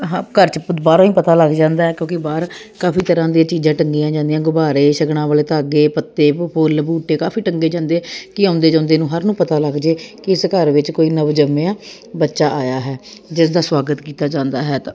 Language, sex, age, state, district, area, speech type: Punjabi, female, 30-45, Punjab, Jalandhar, urban, spontaneous